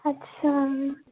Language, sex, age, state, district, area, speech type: Assamese, female, 18-30, Assam, Udalguri, rural, conversation